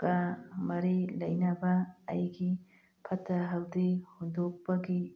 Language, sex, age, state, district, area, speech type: Manipuri, female, 45-60, Manipur, Churachandpur, urban, read